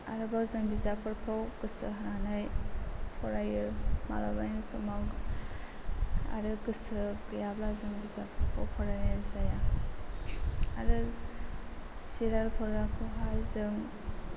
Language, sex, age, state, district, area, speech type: Bodo, female, 18-30, Assam, Chirang, rural, spontaneous